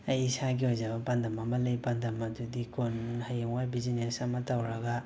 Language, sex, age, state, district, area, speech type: Manipuri, male, 18-30, Manipur, Imphal West, rural, spontaneous